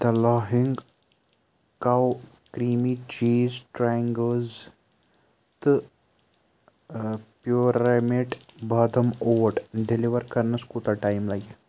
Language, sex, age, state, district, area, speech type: Kashmiri, male, 18-30, Jammu and Kashmir, Srinagar, urban, read